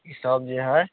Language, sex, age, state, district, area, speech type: Maithili, male, 18-30, Bihar, Samastipur, rural, conversation